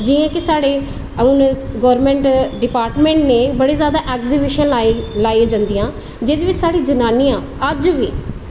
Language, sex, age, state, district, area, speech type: Dogri, female, 30-45, Jammu and Kashmir, Udhampur, urban, spontaneous